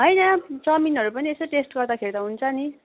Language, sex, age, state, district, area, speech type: Nepali, female, 30-45, West Bengal, Jalpaiguri, rural, conversation